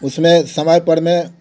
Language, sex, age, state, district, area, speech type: Hindi, male, 60+, Bihar, Darbhanga, rural, spontaneous